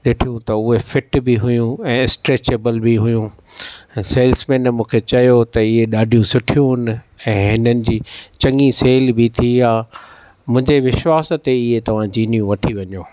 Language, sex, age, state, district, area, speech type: Sindhi, male, 45-60, Maharashtra, Thane, urban, spontaneous